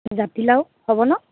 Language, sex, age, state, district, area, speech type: Assamese, female, 18-30, Assam, Dibrugarh, rural, conversation